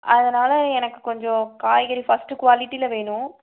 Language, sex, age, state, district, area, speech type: Tamil, female, 18-30, Tamil Nadu, Erode, urban, conversation